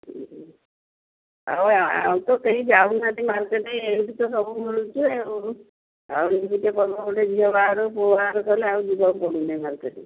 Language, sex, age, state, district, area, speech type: Odia, female, 60+, Odisha, Jagatsinghpur, rural, conversation